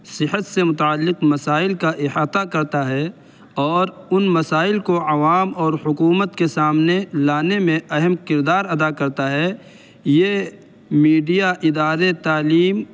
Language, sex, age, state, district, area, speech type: Urdu, male, 18-30, Uttar Pradesh, Saharanpur, urban, spontaneous